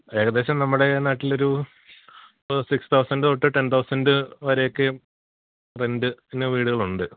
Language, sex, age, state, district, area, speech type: Malayalam, male, 30-45, Kerala, Idukki, rural, conversation